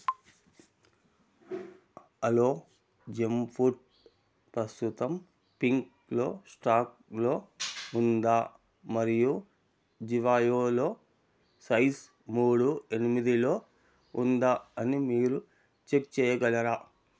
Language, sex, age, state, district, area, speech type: Telugu, male, 45-60, Telangana, Ranga Reddy, rural, read